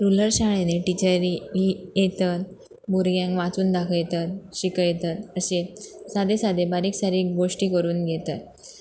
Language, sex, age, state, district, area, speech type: Goan Konkani, female, 18-30, Goa, Pernem, rural, spontaneous